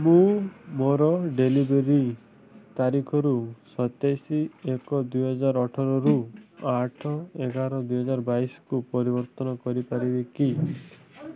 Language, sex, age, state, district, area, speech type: Odia, male, 18-30, Odisha, Malkangiri, urban, read